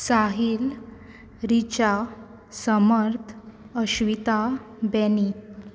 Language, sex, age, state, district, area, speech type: Goan Konkani, female, 18-30, Goa, Quepem, rural, spontaneous